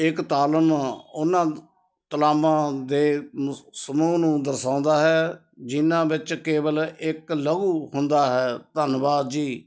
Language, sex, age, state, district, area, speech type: Punjabi, male, 60+, Punjab, Ludhiana, rural, read